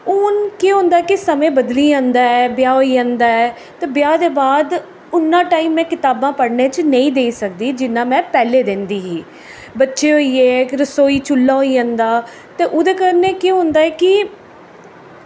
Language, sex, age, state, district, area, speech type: Dogri, female, 45-60, Jammu and Kashmir, Jammu, urban, spontaneous